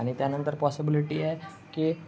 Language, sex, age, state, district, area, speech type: Marathi, male, 18-30, Maharashtra, Ratnagiri, rural, spontaneous